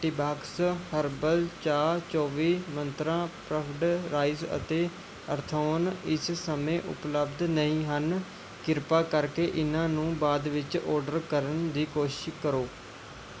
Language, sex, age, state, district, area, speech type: Punjabi, male, 18-30, Punjab, Mohali, rural, read